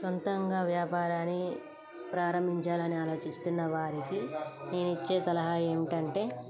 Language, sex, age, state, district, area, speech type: Telugu, female, 30-45, Telangana, Peddapalli, rural, spontaneous